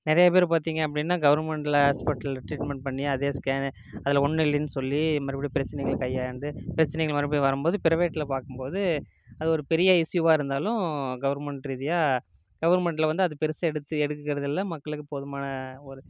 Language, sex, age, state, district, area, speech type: Tamil, male, 30-45, Tamil Nadu, Namakkal, rural, spontaneous